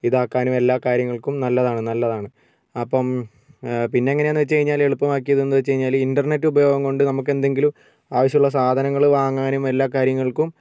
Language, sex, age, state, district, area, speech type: Malayalam, male, 60+, Kerala, Wayanad, rural, spontaneous